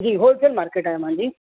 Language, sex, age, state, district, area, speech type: Sindhi, female, 30-45, Uttar Pradesh, Lucknow, urban, conversation